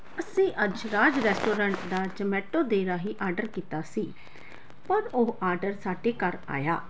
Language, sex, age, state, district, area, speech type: Punjabi, female, 18-30, Punjab, Tarn Taran, urban, spontaneous